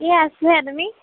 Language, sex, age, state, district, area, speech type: Assamese, female, 30-45, Assam, Majuli, urban, conversation